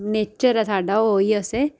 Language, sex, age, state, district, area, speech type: Dogri, female, 18-30, Jammu and Kashmir, Jammu, rural, spontaneous